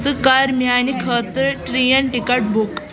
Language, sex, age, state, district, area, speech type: Kashmiri, female, 18-30, Jammu and Kashmir, Kulgam, rural, read